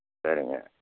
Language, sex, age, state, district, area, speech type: Tamil, male, 60+, Tamil Nadu, Namakkal, rural, conversation